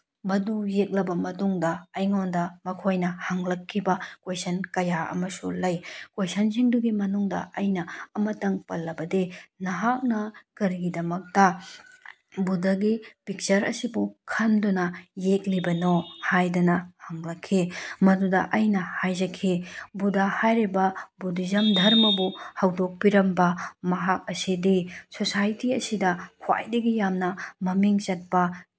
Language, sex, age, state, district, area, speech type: Manipuri, female, 18-30, Manipur, Tengnoupal, rural, spontaneous